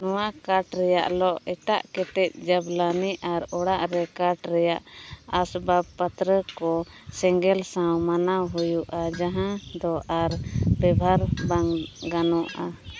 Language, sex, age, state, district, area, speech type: Santali, female, 30-45, Jharkhand, Seraikela Kharsawan, rural, read